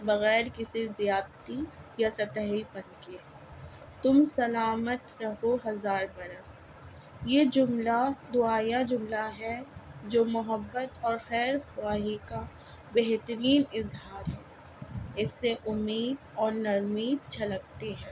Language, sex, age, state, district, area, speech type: Urdu, female, 45-60, Delhi, South Delhi, urban, spontaneous